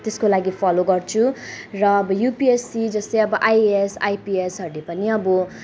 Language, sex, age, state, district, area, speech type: Nepali, female, 18-30, West Bengal, Kalimpong, rural, spontaneous